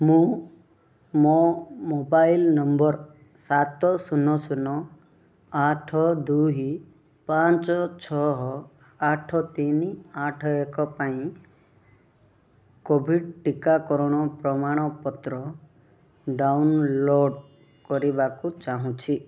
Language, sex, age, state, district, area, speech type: Odia, male, 18-30, Odisha, Rayagada, rural, read